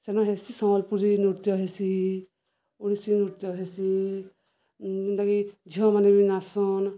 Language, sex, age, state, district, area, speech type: Odia, female, 45-60, Odisha, Balangir, urban, spontaneous